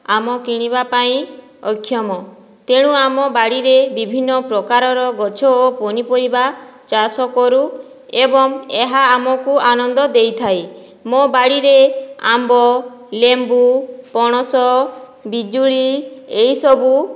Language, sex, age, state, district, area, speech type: Odia, female, 45-60, Odisha, Boudh, rural, spontaneous